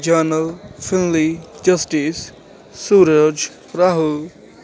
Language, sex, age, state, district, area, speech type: Punjabi, male, 18-30, Punjab, Ludhiana, urban, spontaneous